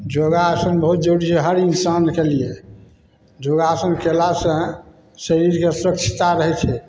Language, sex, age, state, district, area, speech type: Maithili, male, 60+, Bihar, Samastipur, rural, spontaneous